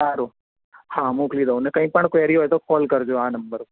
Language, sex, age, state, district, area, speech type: Gujarati, male, 18-30, Gujarat, Ahmedabad, urban, conversation